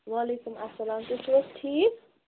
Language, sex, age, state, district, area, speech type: Kashmiri, female, 30-45, Jammu and Kashmir, Bandipora, rural, conversation